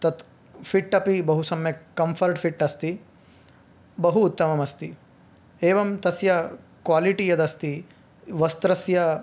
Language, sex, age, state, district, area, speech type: Sanskrit, male, 18-30, Karnataka, Uttara Kannada, rural, spontaneous